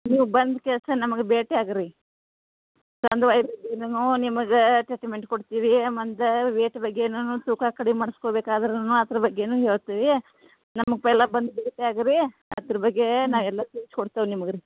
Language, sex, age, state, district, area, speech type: Kannada, female, 60+, Karnataka, Belgaum, rural, conversation